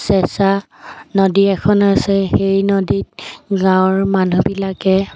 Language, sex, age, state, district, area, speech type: Assamese, female, 18-30, Assam, Dibrugarh, rural, spontaneous